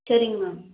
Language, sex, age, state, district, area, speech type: Tamil, female, 18-30, Tamil Nadu, Madurai, rural, conversation